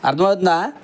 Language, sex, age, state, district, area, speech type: Telugu, male, 60+, Andhra Pradesh, Krishna, rural, spontaneous